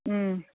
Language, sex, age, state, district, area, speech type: Bodo, female, 30-45, Assam, Baksa, rural, conversation